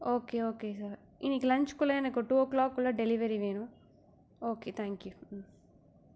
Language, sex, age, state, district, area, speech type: Tamil, female, 30-45, Tamil Nadu, Mayiladuthurai, rural, spontaneous